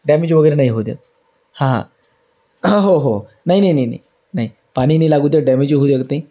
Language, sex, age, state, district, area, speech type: Marathi, male, 30-45, Maharashtra, Amravati, rural, spontaneous